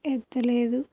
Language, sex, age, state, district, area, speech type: Telugu, female, 30-45, Telangana, Karimnagar, rural, spontaneous